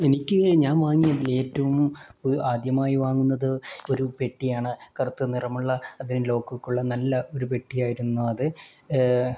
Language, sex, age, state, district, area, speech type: Malayalam, male, 18-30, Kerala, Kozhikode, rural, spontaneous